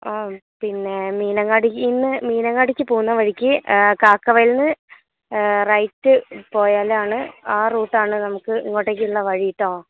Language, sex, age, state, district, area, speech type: Malayalam, female, 30-45, Kerala, Wayanad, rural, conversation